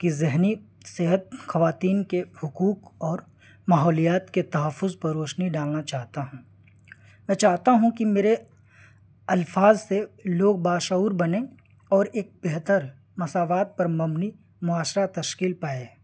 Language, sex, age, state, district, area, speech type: Urdu, male, 18-30, Delhi, New Delhi, rural, spontaneous